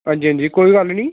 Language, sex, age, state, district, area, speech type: Dogri, male, 30-45, Jammu and Kashmir, Samba, rural, conversation